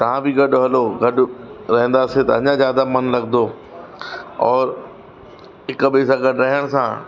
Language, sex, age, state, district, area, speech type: Sindhi, male, 45-60, Uttar Pradesh, Lucknow, urban, spontaneous